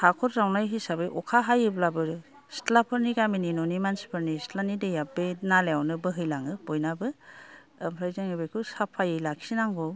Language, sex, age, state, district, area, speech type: Bodo, female, 60+, Assam, Kokrajhar, rural, spontaneous